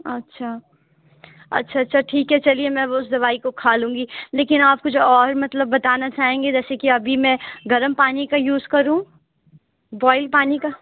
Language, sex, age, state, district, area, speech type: Urdu, female, 18-30, Uttar Pradesh, Shahjahanpur, rural, conversation